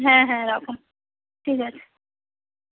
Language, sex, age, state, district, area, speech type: Bengali, female, 30-45, West Bengal, Darjeeling, rural, conversation